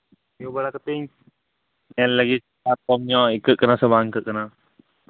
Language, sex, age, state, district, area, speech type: Santali, male, 18-30, West Bengal, Birbhum, rural, conversation